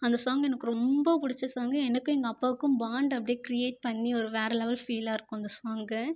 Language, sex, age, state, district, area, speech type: Tamil, female, 18-30, Tamil Nadu, Viluppuram, urban, spontaneous